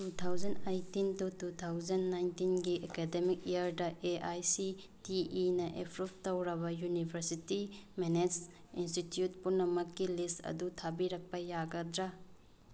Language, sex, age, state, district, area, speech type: Manipuri, female, 18-30, Manipur, Bishnupur, rural, read